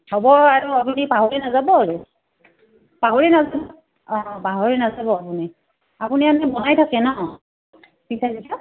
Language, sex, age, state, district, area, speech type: Assamese, female, 30-45, Assam, Udalguri, rural, conversation